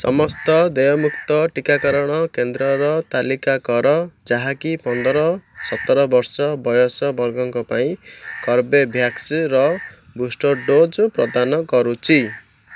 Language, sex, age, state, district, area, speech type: Odia, male, 30-45, Odisha, Ganjam, urban, read